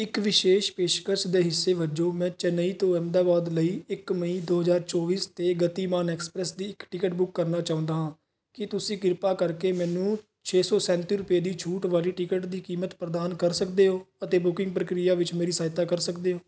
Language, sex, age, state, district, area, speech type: Punjabi, male, 18-30, Punjab, Fazilka, urban, read